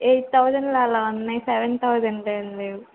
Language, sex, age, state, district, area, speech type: Telugu, female, 18-30, Andhra Pradesh, Srikakulam, urban, conversation